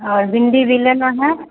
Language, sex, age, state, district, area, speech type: Hindi, female, 45-60, Bihar, Begusarai, rural, conversation